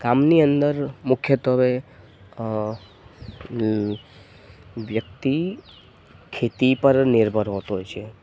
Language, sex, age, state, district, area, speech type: Gujarati, male, 18-30, Gujarat, Narmada, rural, spontaneous